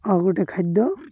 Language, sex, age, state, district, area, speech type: Odia, male, 30-45, Odisha, Malkangiri, urban, spontaneous